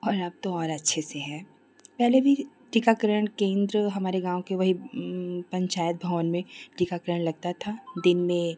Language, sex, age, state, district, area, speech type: Hindi, female, 30-45, Uttar Pradesh, Chandauli, urban, spontaneous